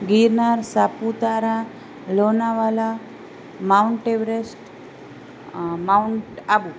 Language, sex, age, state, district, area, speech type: Gujarati, female, 30-45, Gujarat, Rajkot, rural, spontaneous